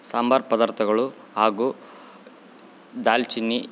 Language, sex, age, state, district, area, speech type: Kannada, male, 18-30, Karnataka, Bellary, rural, spontaneous